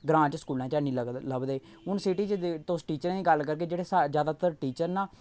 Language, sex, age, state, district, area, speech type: Dogri, male, 30-45, Jammu and Kashmir, Samba, rural, spontaneous